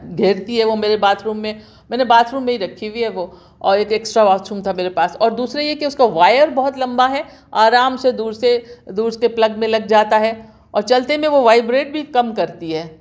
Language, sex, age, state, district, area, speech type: Urdu, female, 60+, Delhi, South Delhi, urban, spontaneous